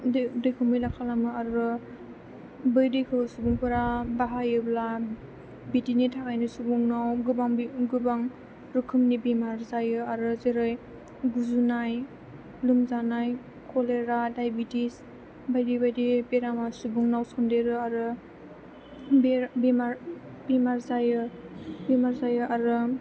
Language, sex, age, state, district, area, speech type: Bodo, female, 18-30, Assam, Chirang, urban, spontaneous